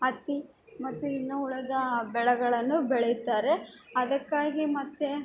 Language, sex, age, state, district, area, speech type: Kannada, female, 18-30, Karnataka, Bellary, urban, spontaneous